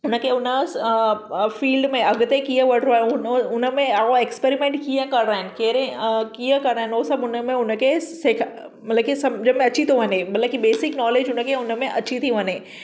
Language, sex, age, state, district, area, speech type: Sindhi, female, 30-45, Maharashtra, Mumbai Suburban, urban, spontaneous